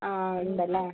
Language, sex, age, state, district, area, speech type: Malayalam, female, 60+, Kerala, Wayanad, rural, conversation